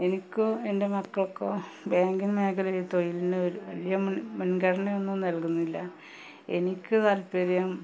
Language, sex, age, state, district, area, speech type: Malayalam, female, 30-45, Kerala, Malappuram, rural, spontaneous